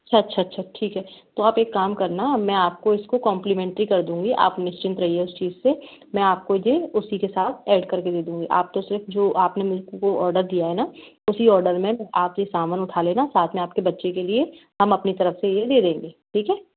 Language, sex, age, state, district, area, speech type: Hindi, female, 30-45, Madhya Pradesh, Gwalior, urban, conversation